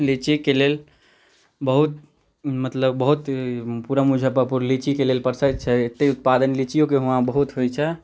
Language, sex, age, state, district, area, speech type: Maithili, male, 18-30, Bihar, Muzaffarpur, rural, spontaneous